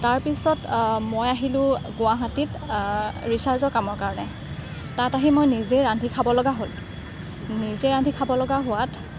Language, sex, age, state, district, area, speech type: Assamese, female, 45-60, Assam, Morigaon, rural, spontaneous